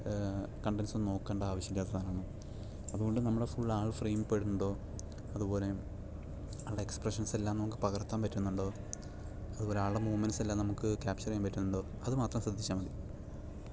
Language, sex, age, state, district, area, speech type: Malayalam, male, 18-30, Kerala, Palakkad, rural, spontaneous